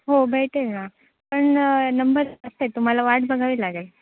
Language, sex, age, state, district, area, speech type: Marathi, female, 18-30, Maharashtra, Sindhudurg, rural, conversation